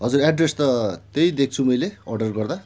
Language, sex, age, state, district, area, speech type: Nepali, male, 45-60, West Bengal, Darjeeling, rural, spontaneous